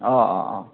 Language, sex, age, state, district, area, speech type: Assamese, male, 18-30, Assam, Kamrup Metropolitan, urban, conversation